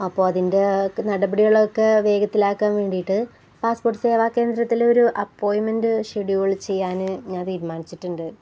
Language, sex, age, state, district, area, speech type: Malayalam, female, 18-30, Kerala, Palakkad, rural, spontaneous